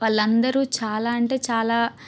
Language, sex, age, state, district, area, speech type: Telugu, female, 18-30, Andhra Pradesh, Palnadu, urban, spontaneous